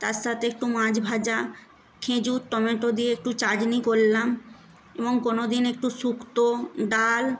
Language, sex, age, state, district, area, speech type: Bengali, female, 30-45, West Bengal, Nadia, rural, spontaneous